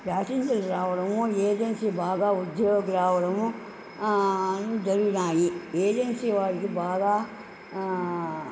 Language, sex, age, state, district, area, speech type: Telugu, female, 60+, Andhra Pradesh, Nellore, urban, spontaneous